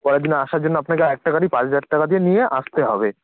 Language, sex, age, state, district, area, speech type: Bengali, male, 30-45, West Bengal, Jalpaiguri, rural, conversation